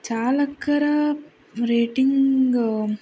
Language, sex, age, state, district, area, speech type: Kannada, female, 45-60, Karnataka, Chikkaballapur, rural, spontaneous